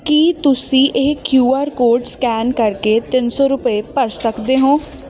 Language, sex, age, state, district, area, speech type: Punjabi, female, 18-30, Punjab, Ludhiana, urban, read